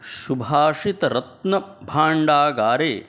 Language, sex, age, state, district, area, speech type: Sanskrit, male, 18-30, Bihar, Gaya, urban, spontaneous